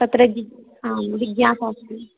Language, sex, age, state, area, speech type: Sanskrit, female, 30-45, Rajasthan, rural, conversation